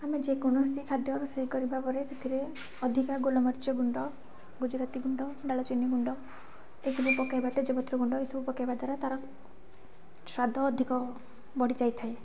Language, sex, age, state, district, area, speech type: Odia, female, 45-60, Odisha, Nayagarh, rural, spontaneous